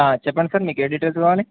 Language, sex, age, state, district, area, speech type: Telugu, male, 18-30, Telangana, Jangaon, rural, conversation